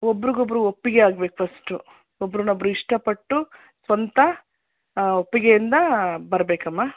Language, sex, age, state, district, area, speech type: Kannada, female, 60+, Karnataka, Mysore, urban, conversation